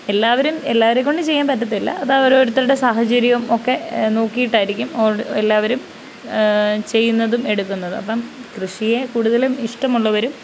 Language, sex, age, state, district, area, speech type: Malayalam, female, 18-30, Kerala, Pathanamthitta, rural, spontaneous